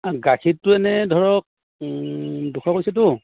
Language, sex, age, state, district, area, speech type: Assamese, male, 45-60, Assam, Udalguri, rural, conversation